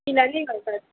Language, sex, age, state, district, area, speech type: Goan Konkani, female, 18-30, Goa, Murmgao, urban, conversation